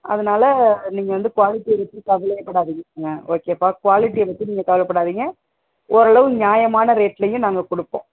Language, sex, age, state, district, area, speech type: Tamil, female, 60+, Tamil Nadu, Sivaganga, rural, conversation